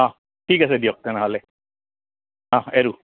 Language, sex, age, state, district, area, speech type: Assamese, male, 45-60, Assam, Goalpara, urban, conversation